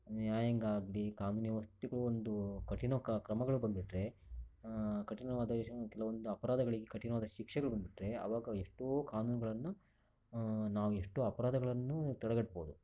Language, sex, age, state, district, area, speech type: Kannada, male, 60+, Karnataka, Shimoga, rural, spontaneous